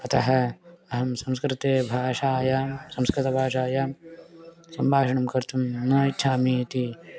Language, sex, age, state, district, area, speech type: Sanskrit, male, 18-30, Karnataka, Haveri, urban, spontaneous